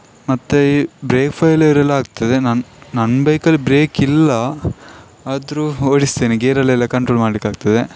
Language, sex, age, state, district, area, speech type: Kannada, male, 18-30, Karnataka, Dakshina Kannada, rural, spontaneous